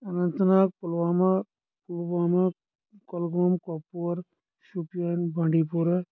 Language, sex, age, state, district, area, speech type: Kashmiri, male, 30-45, Jammu and Kashmir, Anantnag, rural, spontaneous